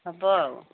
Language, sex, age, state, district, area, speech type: Odia, female, 45-60, Odisha, Angul, rural, conversation